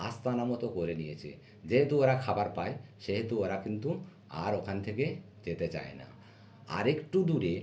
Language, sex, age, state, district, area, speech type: Bengali, male, 60+, West Bengal, North 24 Parganas, urban, spontaneous